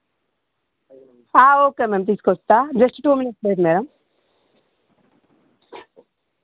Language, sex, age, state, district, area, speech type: Telugu, female, 30-45, Telangana, Hanamkonda, rural, conversation